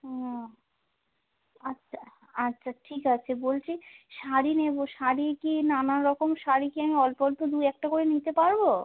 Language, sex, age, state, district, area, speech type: Bengali, female, 30-45, West Bengal, North 24 Parganas, urban, conversation